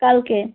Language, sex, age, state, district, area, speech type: Bengali, female, 30-45, West Bengal, Darjeeling, urban, conversation